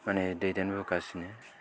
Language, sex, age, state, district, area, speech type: Bodo, male, 45-60, Assam, Kokrajhar, urban, spontaneous